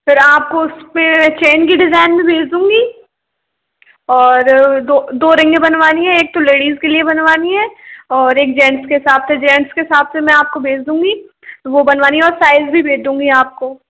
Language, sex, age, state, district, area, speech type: Hindi, female, 18-30, Rajasthan, Karauli, urban, conversation